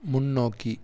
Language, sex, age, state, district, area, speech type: Tamil, male, 18-30, Tamil Nadu, Erode, rural, read